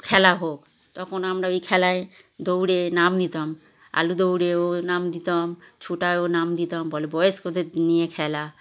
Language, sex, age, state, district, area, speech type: Bengali, female, 60+, West Bengal, Darjeeling, rural, spontaneous